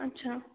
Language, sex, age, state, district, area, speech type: Marathi, female, 18-30, Maharashtra, Ratnagiri, rural, conversation